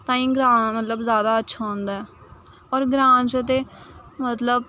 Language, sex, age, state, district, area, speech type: Dogri, female, 18-30, Jammu and Kashmir, Samba, rural, spontaneous